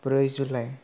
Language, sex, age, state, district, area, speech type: Bodo, male, 18-30, Assam, Kokrajhar, rural, spontaneous